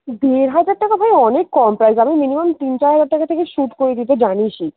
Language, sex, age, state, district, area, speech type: Bengali, female, 30-45, West Bengal, Dakshin Dinajpur, urban, conversation